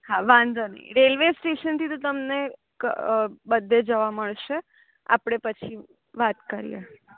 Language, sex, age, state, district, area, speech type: Gujarati, female, 18-30, Gujarat, Surat, urban, conversation